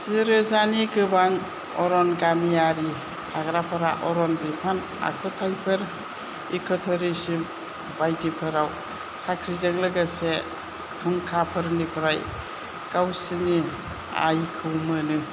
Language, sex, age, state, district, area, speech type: Bodo, female, 60+, Assam, Kokrajhar, rural, read